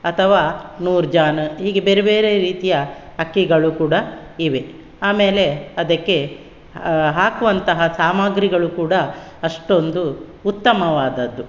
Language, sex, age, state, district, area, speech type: Kannada, female, 60+, Karnataka, Udupi, rural, spontaneous